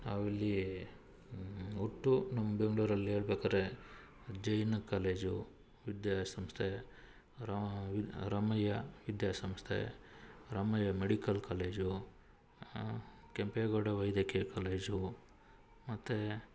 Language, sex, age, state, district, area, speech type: Kannada, male, 45-60, Karnataka, Bangalore Urban, rural, spontaneous